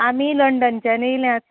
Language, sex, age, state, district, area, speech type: Goan Konkani, female, 45-60, Goa, Ponda, rural, conversation